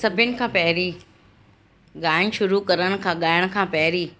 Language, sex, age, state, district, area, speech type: Sindhi, female, 60+, Delhi, South Delhi, urban, spontaneous